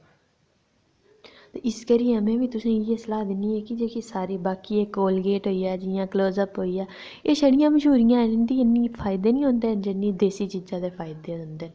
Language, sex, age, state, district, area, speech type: Dogri, female, 30-45, Jammu and Kashmir, Reasi, rural, spontaneous